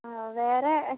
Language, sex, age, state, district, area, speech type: Malayalam, other, 18-30, Kerala, Kozhikode, urban, conversation